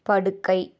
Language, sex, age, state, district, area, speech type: Tamil, female, 30-45, Tamil Nadu, Dharmapuri, rural, read